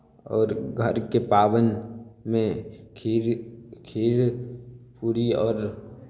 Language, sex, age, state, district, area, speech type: Maithili, male, 18-30, Bihar, Samastipur, rural, spontaneous